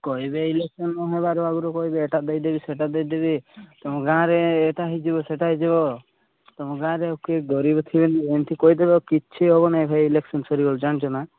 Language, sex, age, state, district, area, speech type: Odia, male, 18-30, Odisha, Koraput, urban, conversation